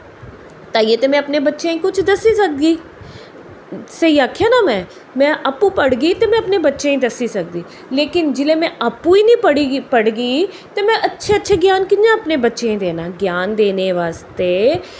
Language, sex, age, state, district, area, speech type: Dogri, female, 45-60, Jammu and Kashmir, Jammu, urban, spontaneous